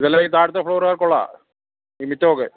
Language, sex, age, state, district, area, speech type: Malayalam, male, 45-60, Kerala, Kottayam, rural, conversation